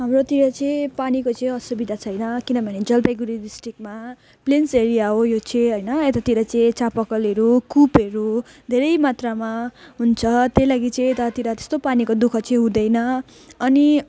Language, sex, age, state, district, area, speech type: Nepali, female, 18-30, West Bengal, Jalpaiguri, rural, spontaneous